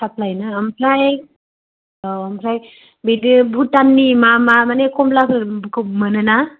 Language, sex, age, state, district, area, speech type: Bodo, female, 18-30, Assam, Kokrajhar, rural, conversation